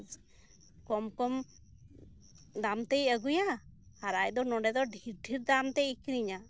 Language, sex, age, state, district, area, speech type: Santali, female, 30-45, West Bengal, Birbhum, rural, spontaneous